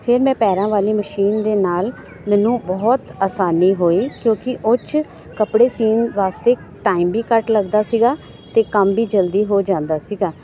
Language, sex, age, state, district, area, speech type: Punjabi, female, 45-60, Punjab, Jalandhar, urban, spontaneous